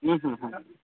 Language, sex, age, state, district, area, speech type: Assamese, male, 18-30, Assam, Goalpara, rural, conversation